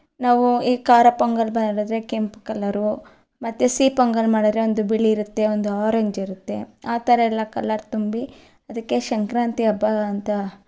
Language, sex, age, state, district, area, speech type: Kannada, female, 30-45, Karnataka, Mandya, rural, spontaneous